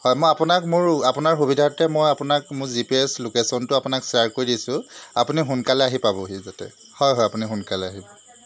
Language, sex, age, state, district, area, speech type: Assamese, male, 30-45, Assam, Jorhat, urban, spontaneous